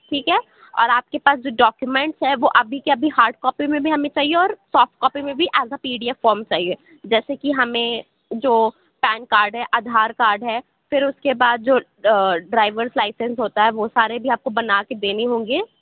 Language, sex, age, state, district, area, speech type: Urdu, female, 60+, Uttar Pradesh, Gautam Buddha Nagar, rural, conversation